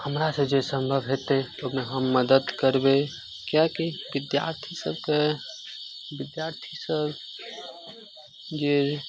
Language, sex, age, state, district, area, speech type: Maithili, male, 18-30, Bihar, Madhubani, rural, spontaneous